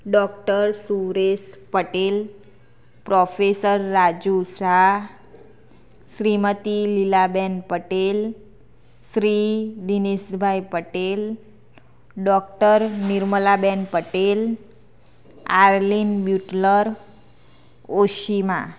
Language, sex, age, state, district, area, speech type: Gujarati, female, 30-45, Gujarat, Anand, rural, spontaneous